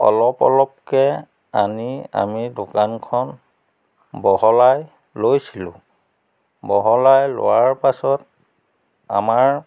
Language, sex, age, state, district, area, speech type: Assamese, male, 45-60, Assam, Biswanath, rural, spontaneous